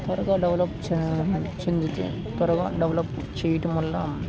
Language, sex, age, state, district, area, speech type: Telugu, male, 18-30, Telangana, Khammam, urban, spontaneous